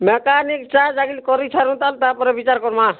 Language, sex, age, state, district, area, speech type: Odia, male, 30-45, Odisha, Kalahandi, rural, conversation